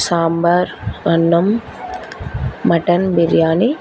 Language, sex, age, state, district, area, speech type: Telugu, female, 18-30, Andhra Pradesh, Kurnool, rural, spontaneous